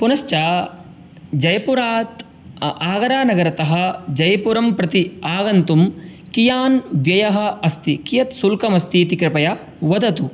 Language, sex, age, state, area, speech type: Sanskrit, male, 18-30, Uttar Pradesh, rural, spontaneous